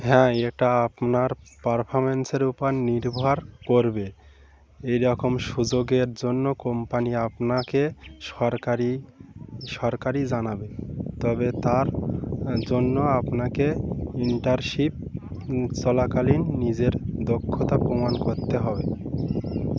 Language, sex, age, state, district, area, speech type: Bengali, male, 18-30, West Bengal, Uttar Dinajpur, urban, read